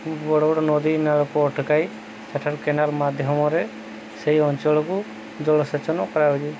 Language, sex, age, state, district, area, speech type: Odia, male, 30-45, Odisha, Subarnapur, urban, spontaneous